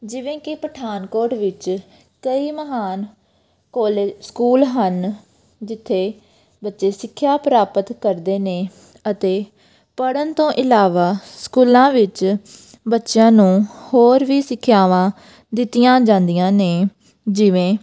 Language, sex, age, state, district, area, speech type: Punjabi, female, 18-30, Punjab, Pathankot, rural, spontaneous